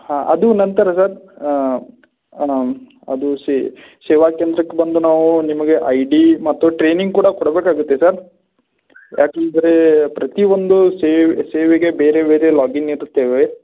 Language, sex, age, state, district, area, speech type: Kannada, male, 30-45, Karnataka, Belgaum, rural, conversation